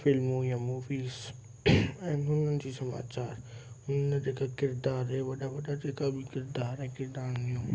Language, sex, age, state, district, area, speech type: Sindhi, male, 18-30, Gujarat, Kutch, rural, spontaneous